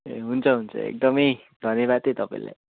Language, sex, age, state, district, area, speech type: Nepali, male, 18-30, West Bengal, Kalimpong, rural, conversation